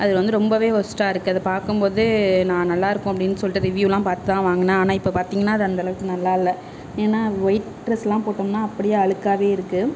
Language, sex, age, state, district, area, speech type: Tamil, female, 60+, Tamil Nadu, Mayiladuthurai, rural, spontaneous